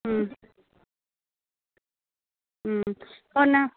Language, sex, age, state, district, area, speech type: Tamil, female, 30-45, Tamil Nadu, Krishnagiri, rural, conversation